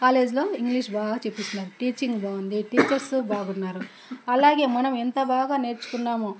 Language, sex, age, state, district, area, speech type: Telugu, female, 30-45, Andhra Pradesh, Chittoor, rural, spontaneous